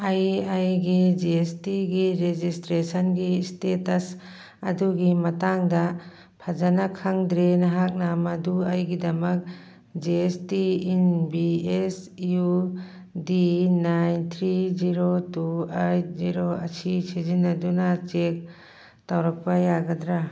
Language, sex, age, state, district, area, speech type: Manipuri, female, 45-60, Manipur, Churachandpur, urban, read